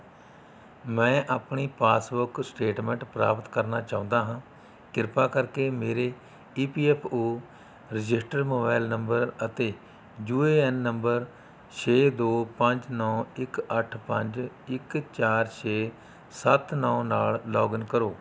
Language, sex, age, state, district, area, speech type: Punjabi, male, 45-60, Punjab, Rupnagar, rural, read